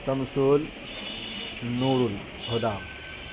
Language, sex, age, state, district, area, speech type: Urdu, male, 18-30, Bihar, Madhubani, rural, spontaneous